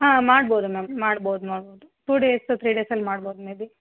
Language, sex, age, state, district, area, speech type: Kannada, female, 18-30, Karnataka, Vijayanagara, rural, conversation